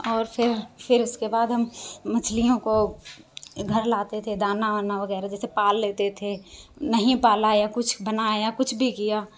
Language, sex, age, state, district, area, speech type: Hindi, female, 45-60, Uttar Pradesh, Hardoi, rural, spontaneous